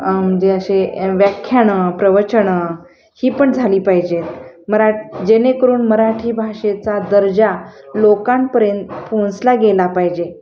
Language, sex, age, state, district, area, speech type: Marathi, female, 45-60, Maharashtra, Osmanabad, rural, spontaneous